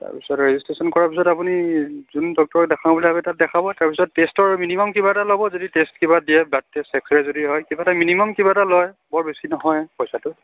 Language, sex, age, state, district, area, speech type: Assamese, male, 18-30, Assam, Nagaon, rural, conversation